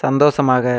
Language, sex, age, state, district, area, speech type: Tamil, male, 18-30, Tamil Nadu, Erode, rural, read